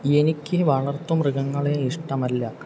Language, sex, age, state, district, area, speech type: Malayalam, male, 18-30, Kerala, Palakkad, rural, spontaneous